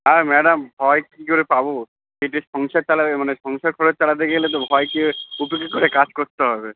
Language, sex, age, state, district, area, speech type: Bengali, male, 30-45, West Bengal, Uttar Dinajpur, urban, conversation